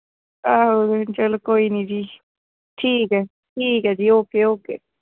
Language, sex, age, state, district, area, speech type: Dogri, female, 18-30, Jammu and Kashmir, Samba, rural, conversation